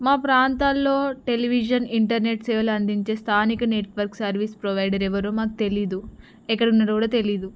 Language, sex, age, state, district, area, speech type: Telugu, female, 18-30, Telangana, Narayanpet, rural, spontaneous